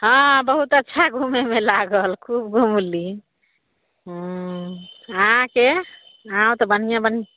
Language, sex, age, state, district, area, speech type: Maithili, female, 30-45, Bihar, Samastipur, urban, conversation